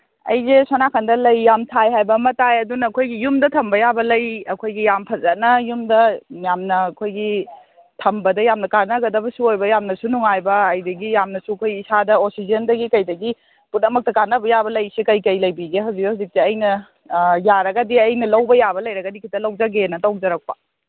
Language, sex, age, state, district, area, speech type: Manipuri, female, 45-60, Manipur, Imphal East, rural, conversation